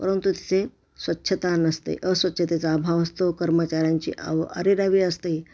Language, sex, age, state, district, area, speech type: Marathi, female, 60+, Maharashtra, Pune, urban, spontaneous